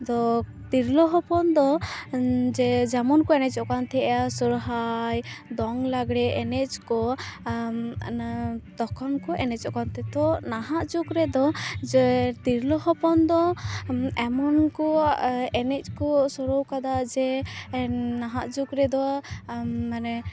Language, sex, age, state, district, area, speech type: Santali, female, 18-30, West Bengal, Purba Bardhaman, rural, spontaneous